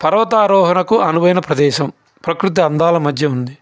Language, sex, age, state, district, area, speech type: Telugu, male, 45-60, Andhra Pradesh, Nellore, urban, spontaneous